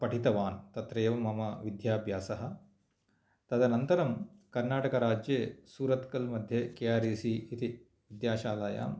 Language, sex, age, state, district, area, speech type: Sanskrit, male, 45-60, Andhra Pradesh, Kurnool, rural, spontaneous